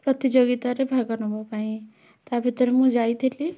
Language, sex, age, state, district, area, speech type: Odia, female, 18-30, Odisha, Bhadrak, rural, spontaneous